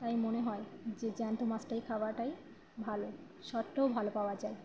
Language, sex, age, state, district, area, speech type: Bengali, female, 30-45, West Bengal, Birbhum, urban, spontaneous